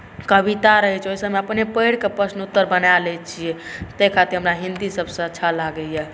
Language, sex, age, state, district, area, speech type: Maithili, male, 18-30, Bihar, Saharsa, rural, spontaneous